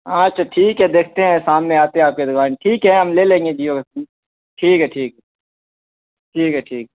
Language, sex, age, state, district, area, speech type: Urdu, male, 18-30, Bihar, Saharsa, rural, conversation